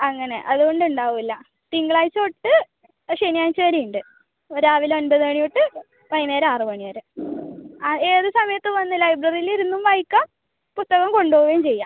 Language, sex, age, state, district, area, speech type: Malayalam, female, 18-30, Kerala, Kasaragod, urban, conversation